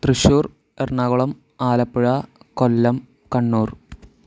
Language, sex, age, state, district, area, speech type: Malayalam, male, 18-30, Kerala, Thrissur, rural, spontaneous